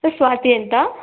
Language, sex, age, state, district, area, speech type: Kannada, female, 18-30, Karnataka, Bangalore Rural, rural, conversation